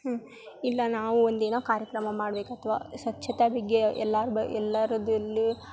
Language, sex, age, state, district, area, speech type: Kannada, female, 18-30, Karnataka, Gadag, urban, spontaneous